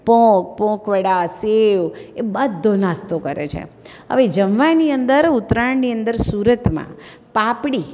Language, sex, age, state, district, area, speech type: Gujarati, female, 60+, Gujarat, Surat, urban, spontaneous